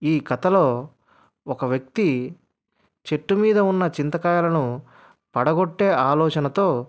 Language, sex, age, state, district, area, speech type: Telugu, male, 30-45, Andhra Pradesh, Anantapur, urban, spontaneous